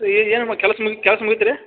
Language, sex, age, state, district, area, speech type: Kannada, male, 30-45, Karnataka, Belgaum, rural, conversation